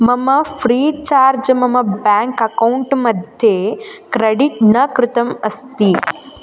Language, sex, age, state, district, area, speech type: Sanskrit, female, 18-30, Karnataka, Gadag, urban, read